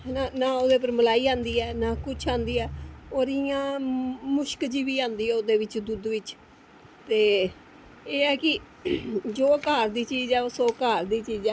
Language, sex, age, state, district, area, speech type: Dogri, female, 45-60, Jammu and Kashmir, Jammu, urban, spontaneous